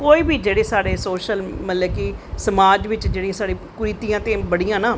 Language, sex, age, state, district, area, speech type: Dogri, female, 45-60, Jammu and Kashmir, Jammu, urban, spontaneous